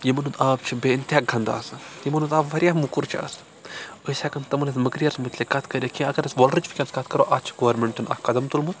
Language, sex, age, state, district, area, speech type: Kashmiri, male, 18-30, Jammu and Kashmir, Baramulla, urban, spontaneous